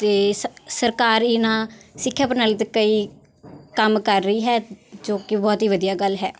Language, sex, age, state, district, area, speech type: Punjabi, female, 18-30, Punjab, Patiala, urban, spontaneous